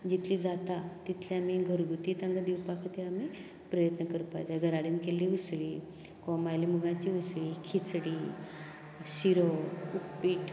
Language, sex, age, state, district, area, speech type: Goan Konkani, female, 60+, Goa, Canacona, rural, spontaneous